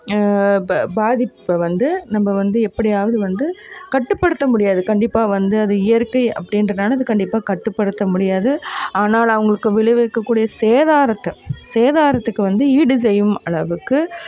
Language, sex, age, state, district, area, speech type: Tamil, female, 30-45, Tamil Nadu, Coimbatore, rural, spontaneous